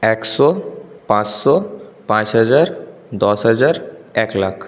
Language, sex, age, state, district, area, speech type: Bengali, male, 18-30, West Bengal, Purulia, urban, spontaneous